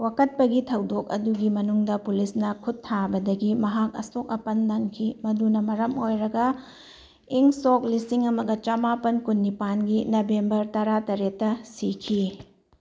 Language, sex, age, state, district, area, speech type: Manipuri, female, 45-60, Manipur, Tengnoupal, rural, read